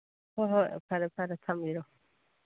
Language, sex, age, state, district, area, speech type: Manipuri, female, 45-60, Manipur, Churachandpur, urban, conversation